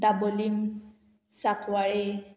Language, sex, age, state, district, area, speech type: Goan Konkani, female, 18-30, Goa, Murmgao, urban, spontaneous